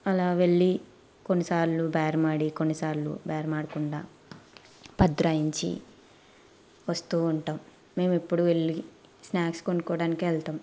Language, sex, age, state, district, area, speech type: Telugu, female, 18-30, Andhra Pradesh, Eluru, rural, spontaneous